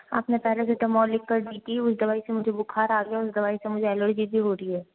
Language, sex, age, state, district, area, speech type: Hindi, female, 18-30, Rajasthan, Jodhpur, urban, conversation